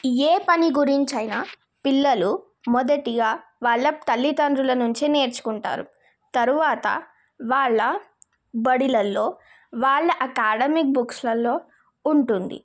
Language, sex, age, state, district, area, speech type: Telugu, female, 18-30, Telangana, Nizamabad, rural, spontaneous